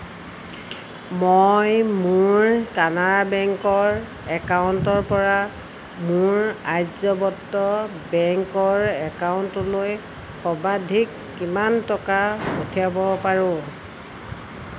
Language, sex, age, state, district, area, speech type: Assamese, female, 60+, Assam, Golaghat, urban, read